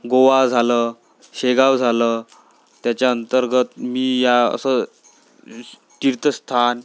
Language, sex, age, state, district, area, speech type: Marathi, male, 18-30, Maharashtra, Amravati, urban, spontaneous